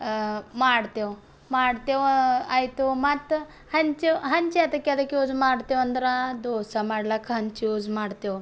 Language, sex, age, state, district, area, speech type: Kannada, female, 18-30, Karnataka, Bidar, urban, spontaneous